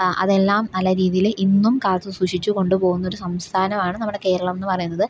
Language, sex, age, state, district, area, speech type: Malayalam, female, 18-30, Kerala, Pathanamthitta, urban, spontaneous